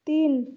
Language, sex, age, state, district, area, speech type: Bengali, female, 45-60, West Bengal, Nadia, rural, read